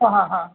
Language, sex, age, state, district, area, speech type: Bengali, male, 45-60, West Bengal, Hooghly, rural, conversation